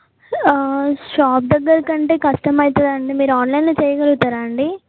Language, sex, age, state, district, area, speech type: Telugu, female, 18-30, Telangana, Yadadri Bhuvanagiri, urban, conversation